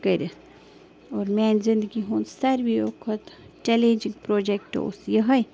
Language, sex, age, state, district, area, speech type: Kashmiri, female, 45-60, Jammu and Kashmir, Bandipora, rural, spontaneous